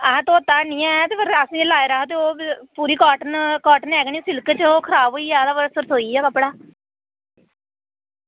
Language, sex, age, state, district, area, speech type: Dogri, female, 18-30, Jammu and Kashmir, Samba, rural, conversation